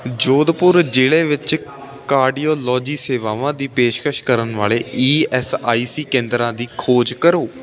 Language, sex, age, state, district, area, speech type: Punjabi, male, 18-30, Punjab, Ludhiana, urban, read